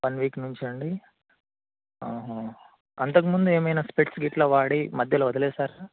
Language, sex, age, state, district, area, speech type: Telugu, male, 18-30, Telangana, Karimnagar, urban, conversation